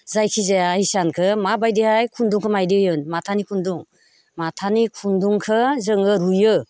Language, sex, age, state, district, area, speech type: Bodo, female, 60+, Assam, Baksa, rural, spontaneous